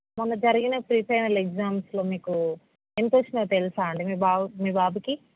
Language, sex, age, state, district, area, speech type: Telugu, female, 18-30, Telangana, Yadadri Bhuvanagiri, rural, conversation